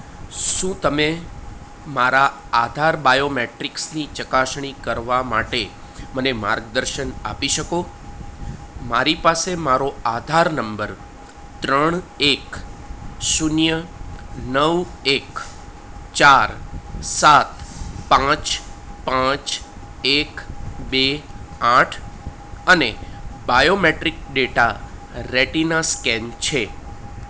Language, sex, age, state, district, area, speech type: Gujarati, male, 30-45, Gujarat, Kheda, urban, read